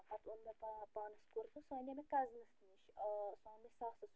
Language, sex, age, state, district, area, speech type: Kashmiri, female, 30-45, Jammu and Kashmir, Bandipora, rural, spontaneous